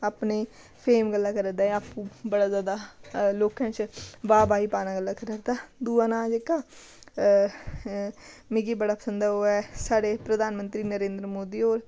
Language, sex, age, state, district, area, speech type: Dogri, female, 18-30, Jammu and Kashmir, Udhampur, rural, spontaneous